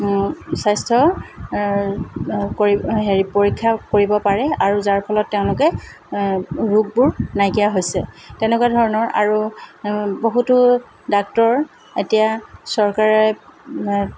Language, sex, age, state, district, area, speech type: Assamese, female, 45-60, Assam, Dibrugarh, urban, spontaneous